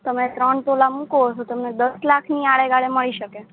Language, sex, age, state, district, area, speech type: Gujarati, female, 30-45, Gujarat, Morbi, rural, conversation